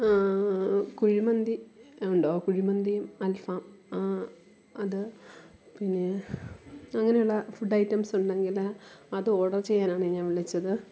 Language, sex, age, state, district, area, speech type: Malayalam, female, 30-45, Kerala, Kollam, rural, spontaneous